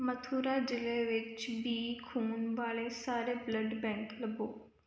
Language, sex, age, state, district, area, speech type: Punjabi, female, 18-30, Punjab, Kapurthala, urban, read